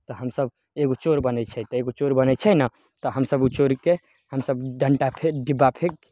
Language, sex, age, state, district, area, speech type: Maithili, male, 18-30, Bihar, Samastipur, rural, spontaneous